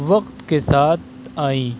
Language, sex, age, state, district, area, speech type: Urdu, male, 18-30, Delhi, South Delhi, urban, spontaneous